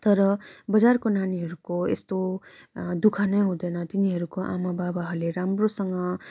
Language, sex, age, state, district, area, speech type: Nepali, female, 18-30, West Bengal, Darjeeling, rural, spontaneous